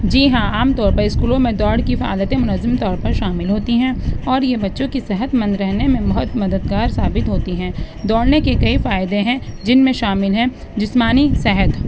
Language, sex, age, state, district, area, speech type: Urdu, female, 18-30, Delhi, East Delhi, urban, spontaneous